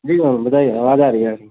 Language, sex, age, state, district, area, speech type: Hindi, male, 30-45, Uttar Pradesh, Ayodhya, rural, conversation